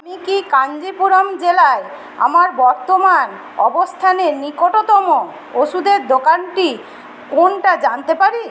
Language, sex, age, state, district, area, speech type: Bengali, female, 60+, West Bengal, Paschim Medinipur, rural, read